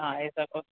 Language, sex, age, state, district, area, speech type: Hindi, male, 60+, Madhya Pradesh, Bhopal, urban, conversation